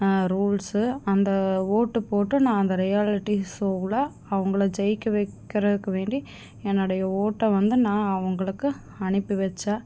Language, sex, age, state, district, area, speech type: Tamil, female, 30-45, Tamil Nadu, Tiruppur, rural, spontaneous